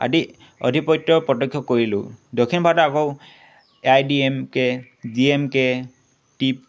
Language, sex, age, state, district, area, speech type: Assamese, male, 18-30, Assam, Tinsukia, urban, spontaneous